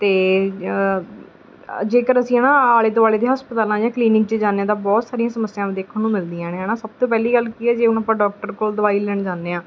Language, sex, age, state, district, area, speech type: Punjabi, female, 30-45, Punjab, Mansa, urban, spontaneous